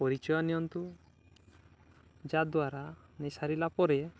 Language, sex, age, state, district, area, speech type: Odia, male, 18-30, Odisha, Balangir, urban, spontaneous